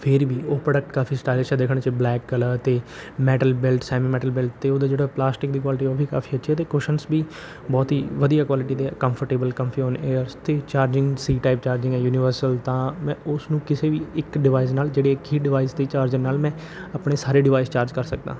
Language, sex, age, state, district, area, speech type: Punjabi, male, 18-30, Punjab, Bathinda, urban, spontaneous